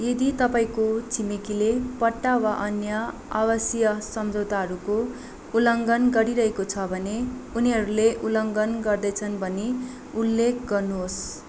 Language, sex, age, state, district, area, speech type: Nepali, female, 18-30, West Bengal, Darjeeling, rural, read